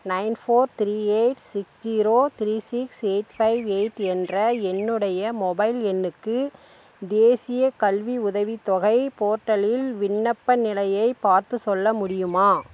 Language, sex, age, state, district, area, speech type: Tamil, female, 30-45, Tamil Nadu, Dharmapuri, rural, read